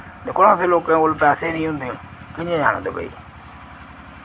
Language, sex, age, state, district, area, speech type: Dogri, male, 18-30, Jammu and Kashmir, Reasi, rural, spontaneous